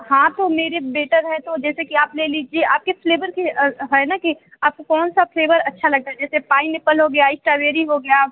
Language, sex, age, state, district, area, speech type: Hindi, female, 18-30, Uttar Pradesh, Mirzapur, urban, conversation